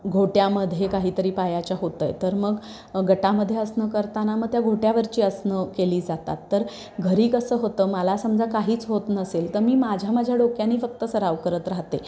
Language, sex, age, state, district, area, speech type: Marathi, female, 30-45, Maharashtra, Sangli, urban, spontaneous